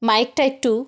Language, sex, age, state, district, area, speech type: Bengali, female, 18-30, West Bengal, South 24 Parganas, rural, spontaneous